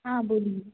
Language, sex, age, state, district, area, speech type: Hindi, female, 18-30, Madhya Pradesh, Betul, rural, conversation